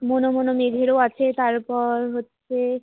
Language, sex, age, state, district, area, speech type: Bengali, female, 18-30, West Bengal, Jalpaiguri, rural, conversation